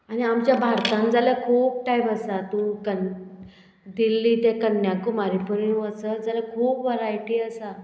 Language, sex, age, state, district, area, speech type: Goan Konkani, female, 45-60, Goa, Murmgao, rural, spontaneous